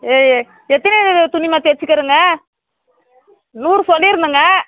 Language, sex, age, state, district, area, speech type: Tamil, female, 30-45, Tamil Nadu, Tirupattur, rural, conversation